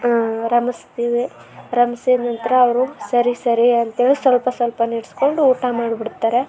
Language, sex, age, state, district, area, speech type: Kannada, female, 18-30, Karnataka, Koppal, rural, spontaneous